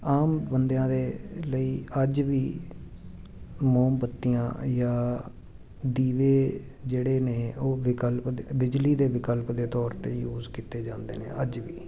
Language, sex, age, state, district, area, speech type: Punjabi, male, 45-60, Punjab, Jalandhar, urban, spontaneous